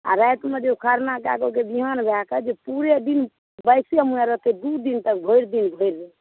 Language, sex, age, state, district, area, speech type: Maithili, female, 45-60, Bihar, Supaul, rural, conversation